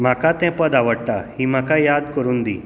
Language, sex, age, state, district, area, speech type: Goan Konkani, male, 30-45, Goa, Tiswadi, rural, read